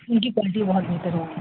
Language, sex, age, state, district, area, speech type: Urdu, male, 18-30, Uttar Pradesh, Shahjahanpur, urban, conversation